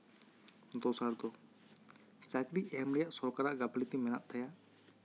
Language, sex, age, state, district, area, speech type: Santali, male, 18-30, West Bengal, Bankura, rural, spontaneous